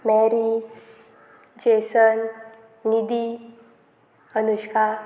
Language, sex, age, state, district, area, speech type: Goan Konkani, female, 18-30, Goa, Murmgao, rural, spontaneous